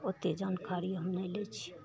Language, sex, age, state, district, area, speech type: Maithili, female, 60+, Bihar, Araria, rural, spontaneous